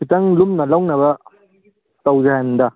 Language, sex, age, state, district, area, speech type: Manipuri, male, 18-30, Manipur, Kangpokpi, urban, conversation